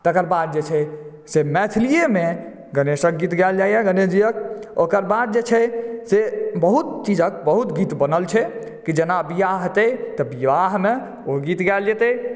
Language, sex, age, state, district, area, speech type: Maithili, male, 30-45, Bihar, Madhubani, urban, spontaneous